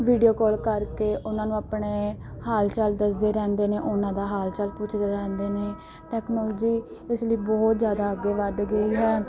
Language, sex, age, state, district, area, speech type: Punjabi, female, 18-30, Punjab, Mansa, urban, spontaneous